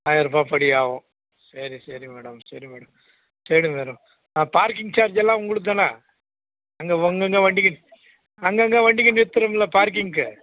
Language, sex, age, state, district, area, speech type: Tamil, male, 60+, Tamil Nadu, Krishnagiri, rural, conversation